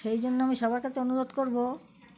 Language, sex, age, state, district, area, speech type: Bengali, female, 60+, West Bengal, Uttar Dinajpur, urban, spontaneous